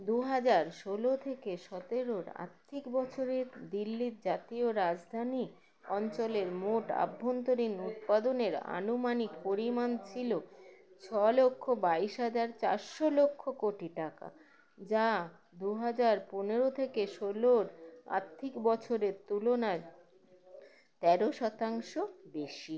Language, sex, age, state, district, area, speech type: Bengali, female, 45-60, West Bengal, Howrah, urban, read